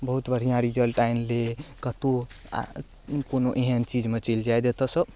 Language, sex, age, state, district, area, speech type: Maithili, male, 18-30, Bihar, Darbhanga, rural, spontaneous